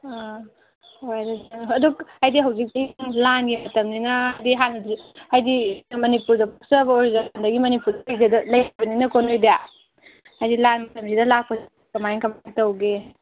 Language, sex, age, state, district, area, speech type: Manipuri, female, 30-45, Manipur, Senapati, rural, conversation